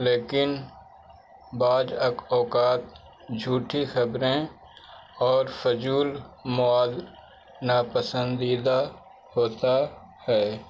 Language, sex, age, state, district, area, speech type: Urdu, male, 45-60, Bihar, Gaya, rural, spontaneous